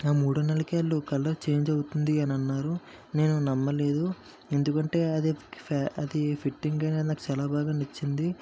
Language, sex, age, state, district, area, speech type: Telugu, male, 45-60, Andhra Pradesh, Kakinada, urban, spontaneous